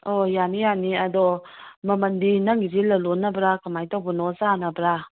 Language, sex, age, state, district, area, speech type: Manipuri, female, 45-60, Manipur, Bishnupur, rural, conversation